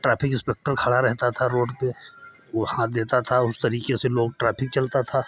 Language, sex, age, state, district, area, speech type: Hindi, male, 45-60, Uttar Pradesh, Lucknow, rural, spontaneous